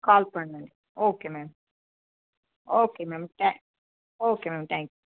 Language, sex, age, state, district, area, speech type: Tamil, female, 30-45, Tamil Nadu, Nilgiris, urban, conversation